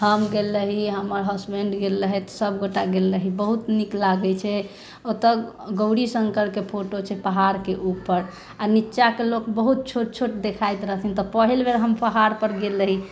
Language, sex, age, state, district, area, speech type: Maithili, female, 30-45, Bihar, Sitamarhi, urban, spontaneous